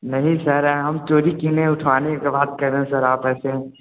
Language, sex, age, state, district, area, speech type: Hindi, male, 18-30, Uttar Pradesh, Mirzapur, urban, conversation